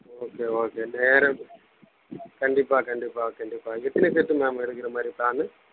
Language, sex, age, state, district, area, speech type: Tamil, male, 18-30, Tamil Nadu, Kallakurichi, rural, conversation